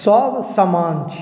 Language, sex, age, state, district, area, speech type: Maithili, male, 45-60, Bihar, Madhubani, urban, spontaneous